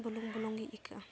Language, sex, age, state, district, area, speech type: Santali, female, 18-30, West Bengal, Dakshin Dinajpur, rural, spontaneous